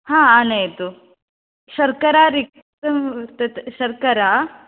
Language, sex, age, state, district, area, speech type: Sanskrit, female, 18-30, Karnataka, Haveri, rural, conversation